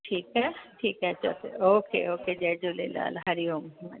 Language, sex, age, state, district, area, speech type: Sindhi, female, 45-60, Uttar Pradesh, Lucknow, urban, conversation